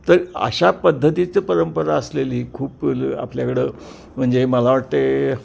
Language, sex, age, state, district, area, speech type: Marathi, male, 60+, Maharashtra, Kolhapur, urban, spontaneous